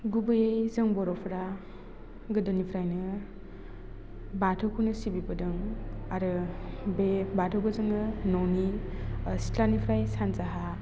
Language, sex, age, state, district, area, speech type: Bodo, female, 18-30, Assam, Baksa, rural, spontaneous